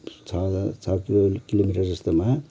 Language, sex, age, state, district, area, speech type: Nepali, male, 60+, West Bengal, Kalimpong, rural, spontaneous